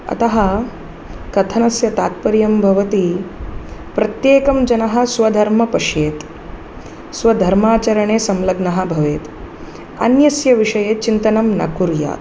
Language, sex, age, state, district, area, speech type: Sanskrit, female, 30-45, Tamil Nadu, Chennai, urban, spontaneous